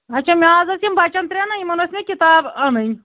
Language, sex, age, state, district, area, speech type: Kashmiri, female, 30-45, Jammu and Kashmir, Anantnag, rural, conversation